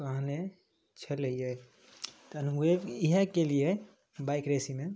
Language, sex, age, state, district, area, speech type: Maithili, male, 18-30, Bihar, Samastipur, urban, spontaneous